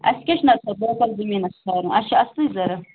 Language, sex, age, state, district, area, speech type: Kashmiri, female, 30-45, Jammu and Kashmir, Bandipora, rural, conversation